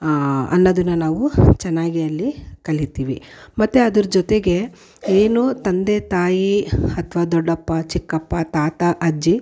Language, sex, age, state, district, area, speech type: Kannada, female, 45-60, Karnataka, Mysore, urban, spontaneous